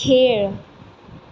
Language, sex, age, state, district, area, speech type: Goan Konkani, female, 18-30, Goa, Tiswadi, rural, read